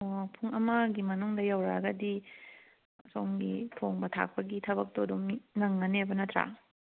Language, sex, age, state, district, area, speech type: Manipuri, female, 30-45, Manipur, Kangpokpi, urban, conversation